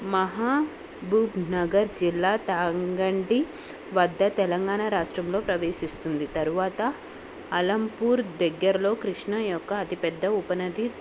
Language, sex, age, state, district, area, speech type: Telugu, female, 18-30, Telangana, Hyderabad, urban, spontaneous